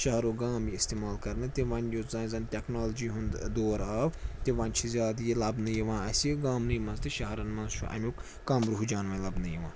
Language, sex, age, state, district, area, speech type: Kashmiri, male, 18-30, Jammu and Kashmir, Srinagar, urban, spontaneous